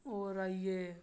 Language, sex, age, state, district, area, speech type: Dogri, male, 30-45, Jammu and Kashmir, Reasi, rural, spontaneous